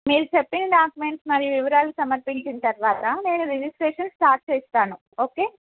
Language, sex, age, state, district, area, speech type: Telugu, female, 30-45, Telangana, Bhadradri Kothagudem, urban, conversation